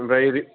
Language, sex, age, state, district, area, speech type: Bodo, male, 45-60, Assam, Kokrajhar, rural, conversation